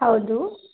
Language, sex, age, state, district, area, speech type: Kannada, female, 18-30, Karnataka, Chitradurga, urban, conversation